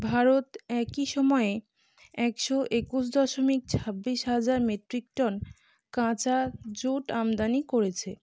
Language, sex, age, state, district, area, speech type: Bengali, female, 18-30, West Bengal, North 24 Parganas, urban, spontaneous